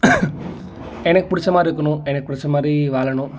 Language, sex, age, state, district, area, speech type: Tamil, male, 30-45, Tamil Nadu, Ariyalur, rural, spontaneous